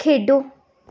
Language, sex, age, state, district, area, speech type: Punjabi, female, 18-30, Punjab, Gurdaspur, urban, read